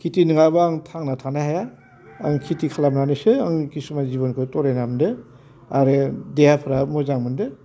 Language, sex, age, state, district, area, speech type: Bodo, male, 60+, Assam, Baksa, rural, spontaneous